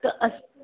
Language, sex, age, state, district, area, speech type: Sindhi, female, 60+, Uttar Pradesh, Lucknow, urban, conversation